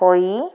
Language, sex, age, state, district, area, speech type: Odia, female, 45-60, Odisha, Cuttack, urban, spontaneous